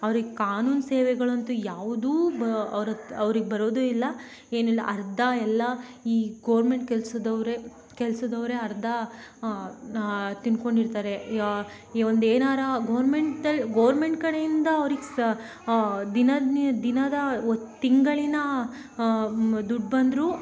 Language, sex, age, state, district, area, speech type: Kannada, female, 18-30, Karnataka, Tumkur, rural, spontaneous